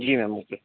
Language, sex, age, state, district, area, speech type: Hindi, male, 60+, Madhya Pradesh, Bhopal, urban, conversation